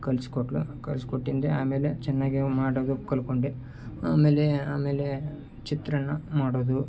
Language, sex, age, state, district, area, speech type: Kannada, male, 18-30, Karnataka, Koppal, rural, spontaneous